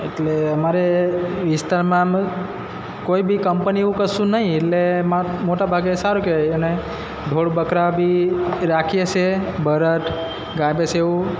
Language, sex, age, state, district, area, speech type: Gujarati, male, 30-45, Gujarat, Narmada, rural, spontaneous